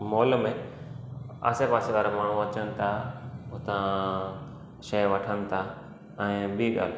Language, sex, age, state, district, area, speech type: Sindhi, male, 30-45, Gujarat, Junagadh, rural, spontaneous